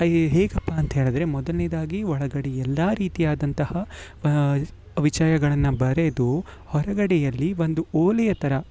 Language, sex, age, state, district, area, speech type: Kannada, male, 18-30, Karnataka, Uttara Kannada, rural, spontaneous